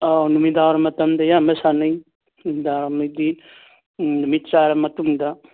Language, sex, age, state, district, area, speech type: Manipuri, male, 60+, Manipur, Churachandpur, urban, conversation